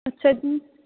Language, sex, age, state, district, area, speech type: Punjabi, female, 18-30, Punjab, Fatehgarh Sahib, rural, conversation